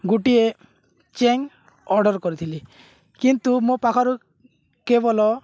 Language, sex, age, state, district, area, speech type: Odia, male, 18-30, Odisha, Nuapada, rural, spontaneous